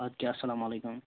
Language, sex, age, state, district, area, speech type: Kashmiri, male, 18-30, Jammu and Kashmir, Bandipora, urban, conversation